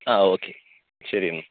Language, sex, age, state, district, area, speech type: Malayalam, male, 30-45, Kerala, Pathanamthitta, rural, conversation